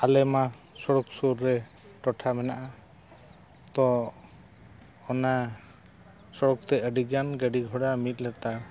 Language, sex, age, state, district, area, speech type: Santali, male, 45-60, Odisha, Mayurbhanj, rural, spontaneous